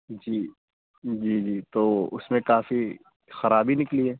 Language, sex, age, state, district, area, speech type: Urdu, male, 18-30, Uttar Pradesh, Muzaffarnagar, urban, conversation